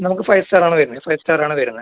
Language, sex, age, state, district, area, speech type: Malayalam, male, 18-30, Kerala, Kasaragod, rural, conversation